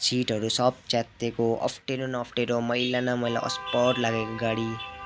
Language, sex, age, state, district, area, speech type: Nepali, male, 18-30, West Bengal, Darjeeling, rural, spontaneous